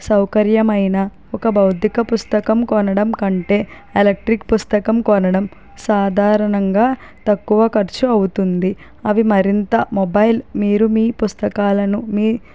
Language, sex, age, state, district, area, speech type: Telugu, female, 45-60, Andhra Pradesh, Kakinada, rural, spontaneous